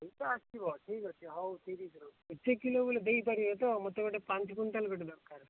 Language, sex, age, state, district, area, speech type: Odia, male, 45-60, Odisha, Malkangiri, urban, conversation